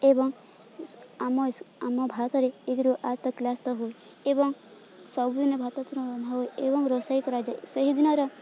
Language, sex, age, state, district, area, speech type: Odia, female, 18-30, Odisha, Balangir, urban, spontaneous